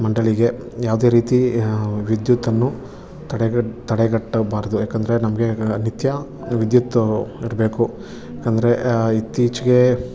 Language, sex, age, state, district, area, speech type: Kannada, male, 30-45, Karnataka, Bangalore Urban, urban, spontaneous